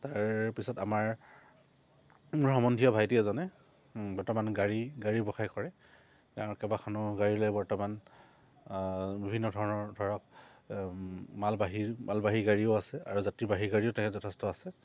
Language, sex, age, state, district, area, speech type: Assamese, male, 45-60, Assam, Dibrugarh, urban, spontaneous